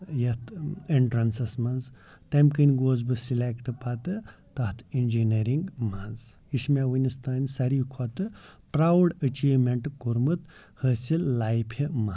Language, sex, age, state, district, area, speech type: Kashmiri, male, 18-30, Jammu and Kashmir, Ganderbal, rural, spontaneous